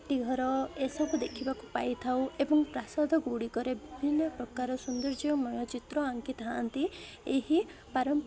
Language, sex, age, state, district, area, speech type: Odia, male, 18-30, Odisha, Koraput, urban, spontaneous